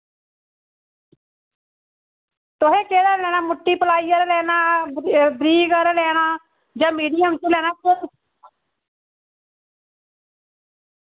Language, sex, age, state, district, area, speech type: Dogri, female, 30-45, Jammu and Kashmir, Samba, rural, conversation